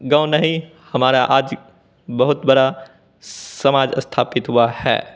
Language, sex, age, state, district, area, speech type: Hindi, male, 18-30, Bihar, Begusarai, rural, spontaneous